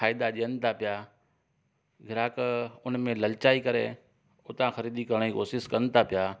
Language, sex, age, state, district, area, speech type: Sindhi, male, 30-45, Gujarat, Junagadh, urban, spontaneous